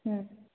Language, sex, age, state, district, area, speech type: Odia, female, 60+, Odisha, Boudh, rural, conversation